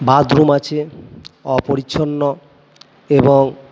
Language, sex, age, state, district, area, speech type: Bengali, male, 60+, West Bengal, Purba Bardhaman, urban, spontaneous